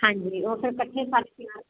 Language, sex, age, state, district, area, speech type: Punjabi, female, 30-45, Punjab, Firozpur, rural, conversation